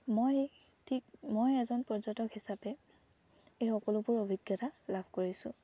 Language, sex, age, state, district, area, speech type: Assamese, female, 18-30, Assam, Dibrugarh, rural, spontaneous